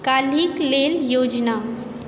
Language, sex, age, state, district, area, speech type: Maithili, female, 18-30, Bihar, Supaul, rural, read